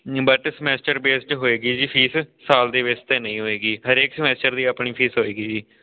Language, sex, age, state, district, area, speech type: Punjabi, male, 18-30, Punjab, Patiala, rural, conversation